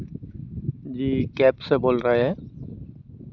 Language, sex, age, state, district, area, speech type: Hindi, male, 30-45, Madhya Pradesh, Hoshangabad, rural, spontaneous